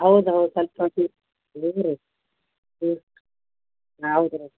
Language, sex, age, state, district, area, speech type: Kannada, female, 45-60, Karnataka, Gulbarga, urban, conversation